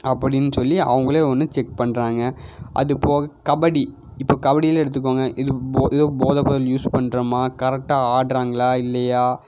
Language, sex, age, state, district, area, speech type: Tamil, male, 18-30, Tamil Nadu, Coimbatore, urban, spontaneous